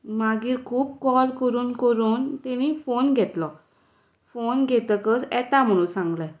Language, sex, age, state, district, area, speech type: Goan Konkani, female, 30-45, Goa, Tiswadi, rural, spontaneous